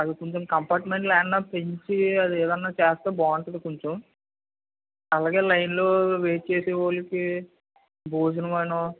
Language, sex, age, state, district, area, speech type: Telugu, male, 45-60, Andhra Pradesh, West Godavari, rural, conversation